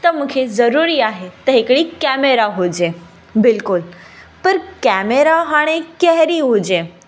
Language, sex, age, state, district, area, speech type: Sindhi, female, 18-30, Gujarat, Kutch, urban, spontaneous